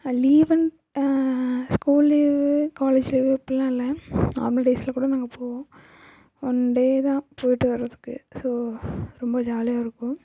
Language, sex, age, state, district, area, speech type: Tamil, female, 18-30, Tamil Nadu, Karur, rural, spontaneous